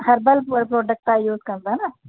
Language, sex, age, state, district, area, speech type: Sindhi, female, 30-45, Rajasthan, Ajmer, urban, conversation